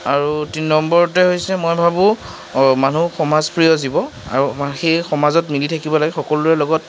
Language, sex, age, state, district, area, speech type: Assamese, male, 60+, Assam, Darrang, rural, spontaneous